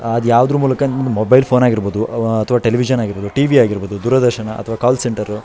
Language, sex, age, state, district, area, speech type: Kannada, male, 18-30, Karnataka, Shimoga, rural, spontaneous